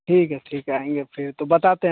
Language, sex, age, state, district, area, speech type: Hindi, male, 18-30, Bihar, Samastipur, urban, conversation